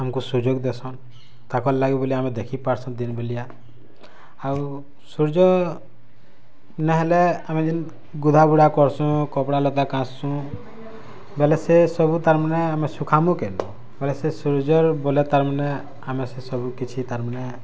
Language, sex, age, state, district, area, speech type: Odia, male, 30-45, Odisha, Bargarh, urban, spontaneous